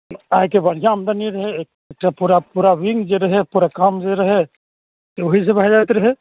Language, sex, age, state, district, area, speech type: Maithili, male, 60+, Bihar, Saharsa, rural, conversation